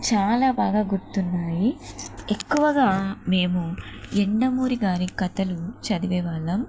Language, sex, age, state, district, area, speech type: Telugu, female, 30-45, Telangana, Jagtial, urban, spontaneous